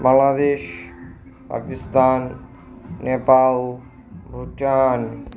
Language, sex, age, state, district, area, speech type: Bengali, male, 60+, West Bengal, Purba Bardhaman, urban, spontaneous